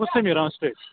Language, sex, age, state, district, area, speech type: Kashmiri, male, 18-30, Jammu and Kashmir, Pulwama, urban, conversation